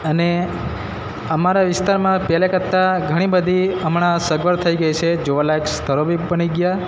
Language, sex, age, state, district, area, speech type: Gujarati, male, 30-45, Gujarat, Narmada, rural, spontaneous